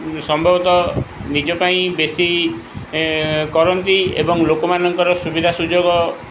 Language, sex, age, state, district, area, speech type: Odia, male, 45-60, Odisha, Sundergarh, rural, spontaneous